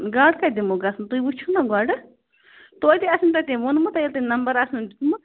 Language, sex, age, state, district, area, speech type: Kashmiri, female, 18-30, Jammu and Kashmir, Bandipora, rural, conversation